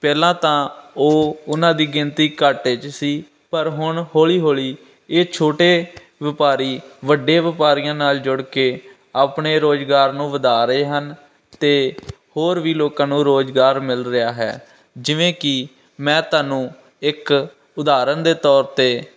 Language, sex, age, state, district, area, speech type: Punjabi, male, 18-30, Punjab, Firozpur, urban, spontaneous